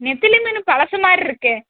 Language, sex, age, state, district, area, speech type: Tamil, female, 30-45, Tamil Nadu, Theni, urban, conversation